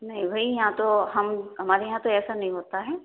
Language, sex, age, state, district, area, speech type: Urdu, female, 30-45, Uttar Pradesh, Ghaziabad, urban, conversation